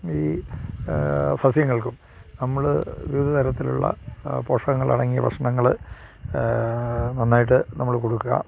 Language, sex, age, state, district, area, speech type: Malayalam, male, 45-60, Kerala, Idukki, rural, spontaneous